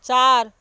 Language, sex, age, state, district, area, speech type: Bengali, female, 45-60, West Bengal, South 24 Parganas, rural, read